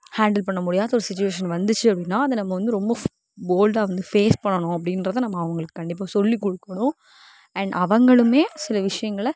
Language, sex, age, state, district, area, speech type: Tamil, female, 18-30, Tamil Nadu, Sivaganga, rural, spontaneous